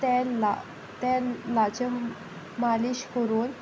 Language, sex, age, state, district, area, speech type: Goan Konkani, female, 18-30, Goa, Sanguem, rural, spontaneous